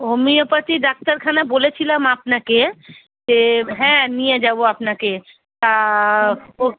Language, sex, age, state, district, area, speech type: Bengali, female, 45-60, West Bengal, South 24 Parganas, rural, conversation